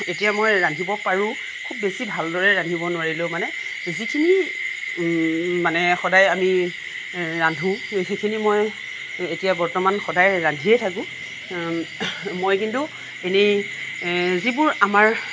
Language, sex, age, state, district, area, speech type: Assamese, female, 45-60, Assam, Nagaon, rural, spontaneous